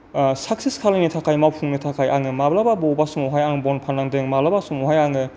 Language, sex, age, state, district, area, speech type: Bodo, male, 45-60, Assam, Kokrajhar, rural, spontaneous